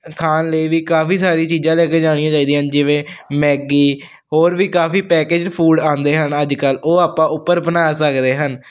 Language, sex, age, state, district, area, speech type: Punjabi, male, 18-30, Punjab, Hoshiarpur, rural, spontaneous